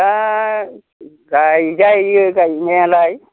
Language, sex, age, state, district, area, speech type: Bodo, male, 60+, Assam, Chirang, rural, conversation